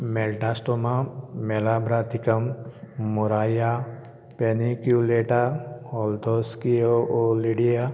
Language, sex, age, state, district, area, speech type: Goan Konkani, male, 60+, Goa, Canacona, rural, read